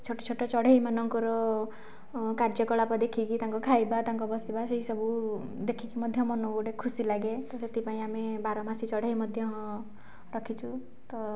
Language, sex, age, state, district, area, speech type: Odia, female, 45-60, Odisha, Nayagarh, rural, spontaneous